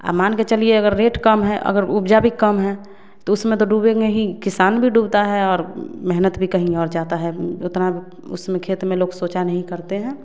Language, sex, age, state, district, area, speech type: Hindi, female, 30-45, Bihar, Samastipur, rural, spontaneous